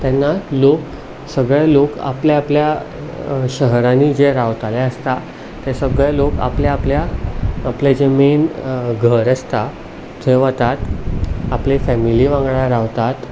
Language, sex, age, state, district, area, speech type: Goan Konkani, male, 18-30, Goa, Ponda, urban, spontaneous